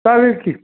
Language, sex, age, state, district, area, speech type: Marathi, male, 60+, Maharashtra, Kolhapur, urban, conversation